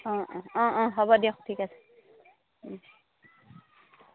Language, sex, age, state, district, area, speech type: Assamese, female, 30-45, Assam, Dibrugarh, rural, conversation